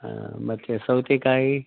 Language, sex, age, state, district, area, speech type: Kannada, male, 60+, Karnataka, Udupi, rural, conversation